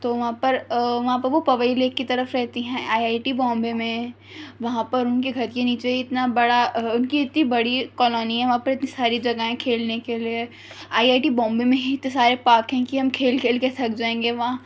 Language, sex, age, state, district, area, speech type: Urdu, female, 18-30, Delhi, Central Delhi, urban, spontaneous